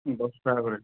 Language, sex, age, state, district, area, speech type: Bengali, male, 18-30, West Bengal, Murshidabad, urban, conversation